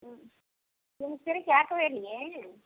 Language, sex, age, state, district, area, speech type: Tamil, female, 30-45, Tamil Nadu, Tirupattur, rural, conversation